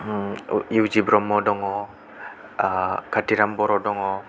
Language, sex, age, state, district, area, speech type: Bodo, male, 18-30, Assam, Kokrajhar, rural, spontaneous